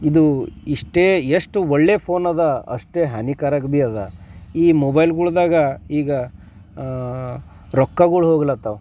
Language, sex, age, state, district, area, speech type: Kannada, male, 45-60, Karnataka, Bidar, urban, spontaneous